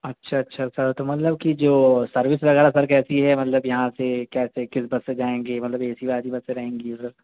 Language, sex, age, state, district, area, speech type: Urdu, male, 18-30, Delhi, South Delhi, urban, conversation